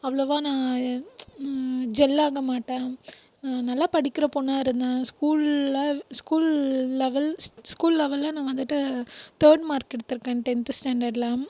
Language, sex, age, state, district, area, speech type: Tamil, female, 18-30, Tamil Nadu, Krishnagiri, rural, spontaneous